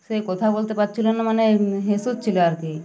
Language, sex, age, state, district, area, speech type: Bengali, female, 18-30, West Bengal, Uttar Dinajpur, urban, spontaneous